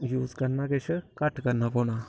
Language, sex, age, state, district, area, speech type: Dogri, male, 30-45, Jammu and Kashmir, Udhampur, rural, spontaneous